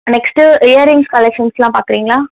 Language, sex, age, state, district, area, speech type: Tamil, female, 18-30, Tamil Nadu, Tenkasi, rural, conversation